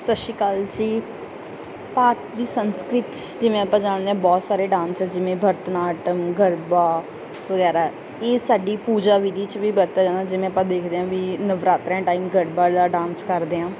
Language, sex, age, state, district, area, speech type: Punjabi, female, 18-30, Punjab, Bathinda, rural, spontaneous